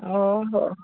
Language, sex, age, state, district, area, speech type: Odia, female, 60+, Odisha, Angul, rural, conversation